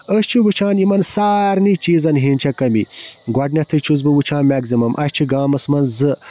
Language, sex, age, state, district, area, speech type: Kashmiri, male, 30-45, Jammu and Kashmir, Budgam, rural, spontaneous